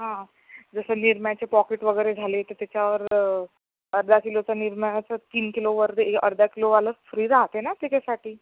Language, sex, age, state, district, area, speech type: Marathi, female, 18-30, Maharashtra, Akola, rural, conversation